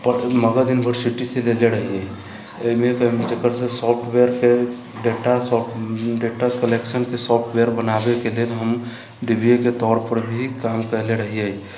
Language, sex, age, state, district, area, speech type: Maithili, male, 45-60, Bihar, Sitamarhi, rural, spontaneous